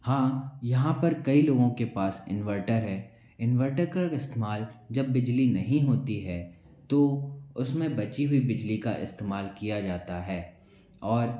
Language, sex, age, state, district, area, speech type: Hindi, male, 45-60, Madhya Pradesh, Bhopal, urban, spontaneous